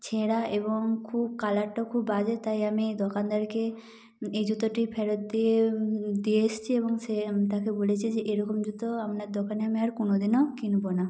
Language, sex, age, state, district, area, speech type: Bengali, female, 18-30, West Bengal, Nadia, rural, spontaneous